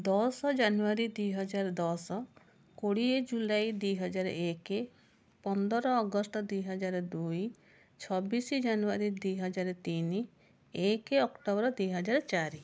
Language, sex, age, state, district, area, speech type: Odia, female, 45-60, Odisha, Cuttack, urban, spontaneous